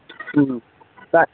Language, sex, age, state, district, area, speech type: Kashmiri, male, 30-45, Jammu and Kashmir, Bandipora, rural, conversation